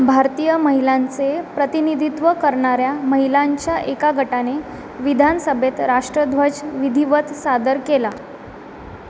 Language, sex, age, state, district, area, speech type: Marathi, female, 30-45, Maharashtra, Mumbai Suburban, urban, read